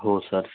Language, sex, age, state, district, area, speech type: Marathi, other, 45-60, Maharashtra, Nagpur, rural, conversation